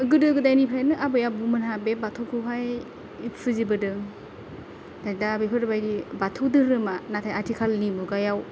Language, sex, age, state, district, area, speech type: Bodo, female, 30-45, Assam, Kokrajhar, rural, spontaneous